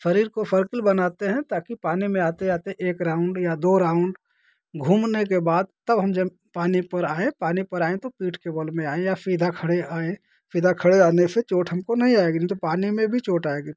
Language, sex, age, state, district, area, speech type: Hindi, male, 45-60, Uttar Pradesh, Ghazipur, rural, spontaneous